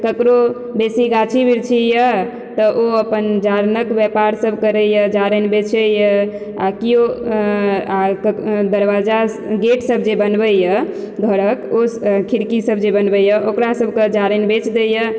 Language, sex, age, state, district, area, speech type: Maithili, female, 18-30, Bihar, Supaul, rural, spontaneous